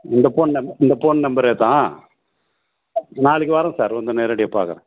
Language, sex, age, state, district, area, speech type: Tamil, male, 60+, Tamil Nadu, Tiruvannamalai, urban, conversation